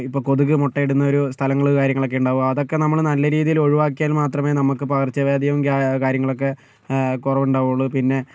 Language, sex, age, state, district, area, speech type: Malayalam, male, 45-60, Kerala, Kozhikode, urban, spontaneous